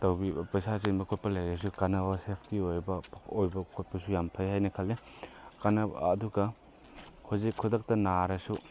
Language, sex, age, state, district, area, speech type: Manipuri, male, 18-30, Manipur, Chandel, rural, spontaneous